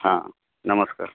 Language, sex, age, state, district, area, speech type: Odia, male, 45-60, Odisha, Rayagada, rural, conversation